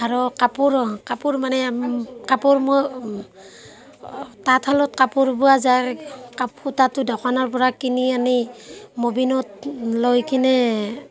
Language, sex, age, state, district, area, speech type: Assamese, female, 30-45, Assam, Barpeta, rural, spontaneous